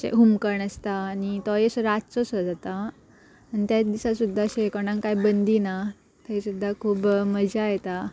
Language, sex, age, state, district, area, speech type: Goan Konkani, female, 18-30, Goa, Ponda, rural, spontaneous